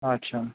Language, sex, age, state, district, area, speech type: Marathi, male, 18-30, Maharashtra, Ratnagiri, rural, conversation